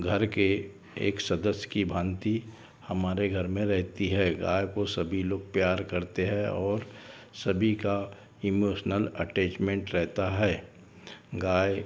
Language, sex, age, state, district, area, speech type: Hindi, male, 60+, Madhya Pradesh, Balaghat, rural, spontaneous